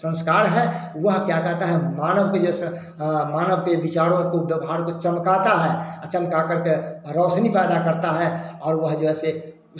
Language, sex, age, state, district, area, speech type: Hindi, male, 60+, Bihar, Samastipur, rural, spontaneous